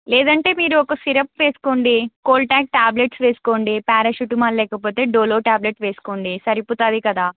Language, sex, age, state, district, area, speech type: Telugu, female, 18-30, Andhra Pradesh, Krishna, urban, conversation